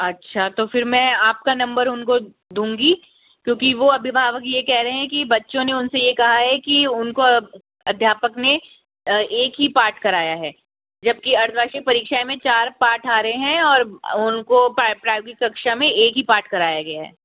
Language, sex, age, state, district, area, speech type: Hindi, female, 60+, Rajasthan, Jaipur, urban, conversation